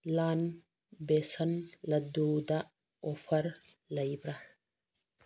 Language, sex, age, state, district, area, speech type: Manipuri, female, 45-60, Manipur, Churachandpur, urban, read